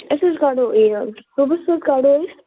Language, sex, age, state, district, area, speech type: Kashmiri, female, 18-30, Jammu and Kashmir, Bandipora, rural, conversation